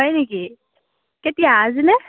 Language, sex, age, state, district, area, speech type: Assamese, female, 18-30, Assam, Morigaon, rural, conversation